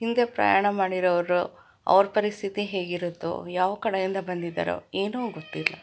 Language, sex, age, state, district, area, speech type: Kannada, female, 45-60, Karnataka, Kolar, urban, spontaneous